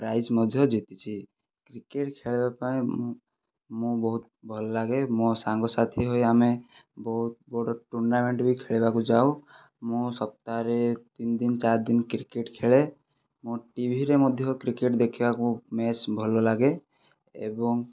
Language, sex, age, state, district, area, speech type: Odia, male, 30-45, Odisha, Kandhamal, rural, spontaneous